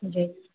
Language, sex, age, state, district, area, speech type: Urdu, female, 45-60, Bihar, Gaya, urban, conversation